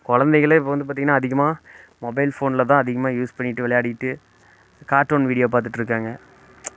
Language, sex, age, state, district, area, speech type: Tamil, male, 30-45, Tamil Nadu, Namakkal, rural, spontaneous